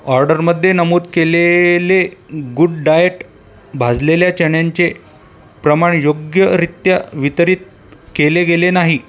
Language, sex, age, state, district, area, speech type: Marathi, male, 30-45, Maharashtra, Buldhana, urban, read